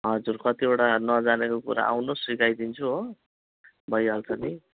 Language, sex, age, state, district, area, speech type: Nepali, male, 45-60, West Bengal, Kalimpong, rural, conversation